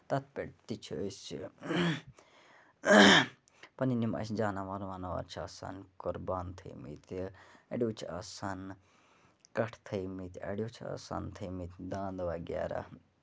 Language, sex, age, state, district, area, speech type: Kashmiri, male, 18-30, Jammu and Kashmir, Bandipora, rural, spontaneous